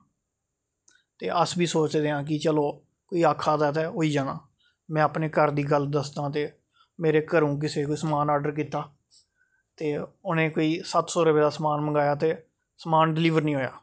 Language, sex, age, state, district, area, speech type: Dogri, male, 30-45, Jammu and Kashmir, Jammu, urban, spontaneous